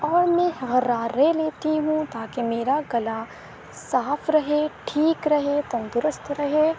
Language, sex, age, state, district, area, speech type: Urdu, female, 18-30, Uttar Pradesh, Aligarh, urban, spontaneous